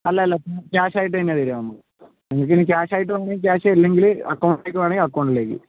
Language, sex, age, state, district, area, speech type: Malayalam, male, 60+, Kerala, Wayanad, rural, conversation